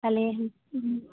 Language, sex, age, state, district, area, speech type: Assamese, female, 18-30, Assam, Dhemaji, urban, conversation